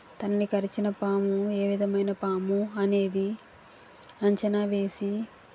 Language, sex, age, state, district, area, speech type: Telugu, female, 45-60, Andhra Pradesh, East Godavari, rural, spontaneous